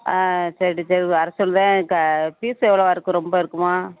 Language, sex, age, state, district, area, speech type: Tamil, female, 45-60, Tamil Nadu, Thoothukudi, rural, conversation